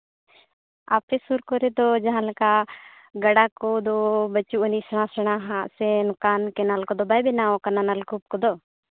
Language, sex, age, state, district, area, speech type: Santali, female, 30-45, Jharkhand, Seraikela Kharsawan, rural, conversation